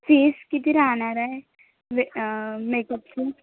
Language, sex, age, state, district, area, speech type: Marathi, female, 18-30, Maharashtra, Nagpur, urban, conversation